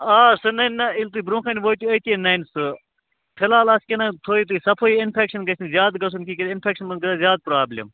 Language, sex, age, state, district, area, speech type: Kashmiri, male, 45-60, Jammu and Kashmir, Baramulla, rural, conversation